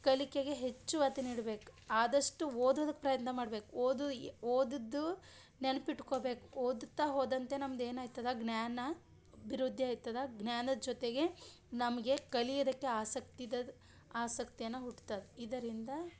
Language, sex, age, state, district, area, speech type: Kannada, female, 30-45, Karnataka, Bidar, rural, spontaneous